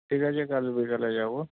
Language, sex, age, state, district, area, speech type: Bengali, male, 60+, West Bengal, Birbhum, urban, conversation